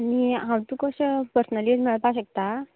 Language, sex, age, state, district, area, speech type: Goan Konkani, female, 18-30, Goa, Canacona, rural, conversation